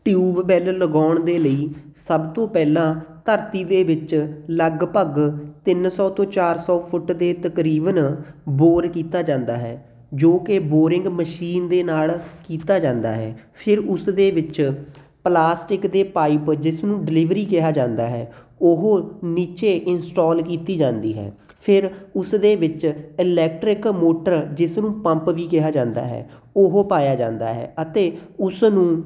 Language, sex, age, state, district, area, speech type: Punjabi, male, 18-30, Punjab, Fatehgarh Sahib, rural, spontaneous